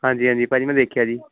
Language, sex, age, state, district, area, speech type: Punjabi, male, 18-30, Punjab, Gurdaspur, urban, conversation